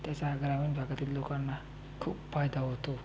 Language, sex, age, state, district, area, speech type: Marathi, male, 18-30, Maharashtra, Buldhana, urban, spontaneous